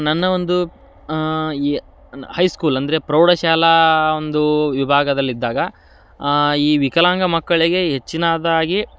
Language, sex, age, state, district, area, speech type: Kannada, male, 30-45, Karnataka, Dharwad, rural, spontaneous